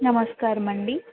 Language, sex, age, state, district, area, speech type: Telugu, female, 45-60, Andhra Pradesh, N T Rama Rao, urban, conversation